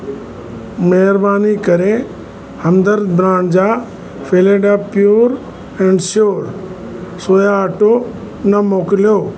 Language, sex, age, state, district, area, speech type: Sindhi, male, 60+, Uttar Pradesh, Lucknow, rural, read